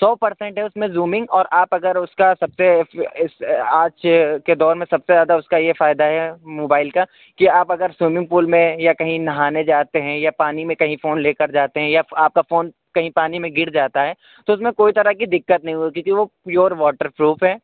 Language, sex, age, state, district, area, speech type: Urdu, male, 18-30, Uttar Pradesh, Saharanpur, urban, conversation